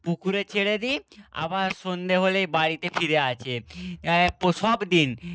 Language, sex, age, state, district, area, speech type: Bengali, male, 45-60, West Bengal, Nadia, rural, spontaneous